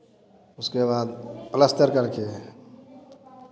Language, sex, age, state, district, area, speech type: Hindi, male, 45-60, Bihar, Samastipur, rural, spontaneous